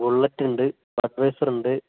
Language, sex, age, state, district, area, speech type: Malayalam, male, 18-30, Kerala, Kozhikode, rural, conversation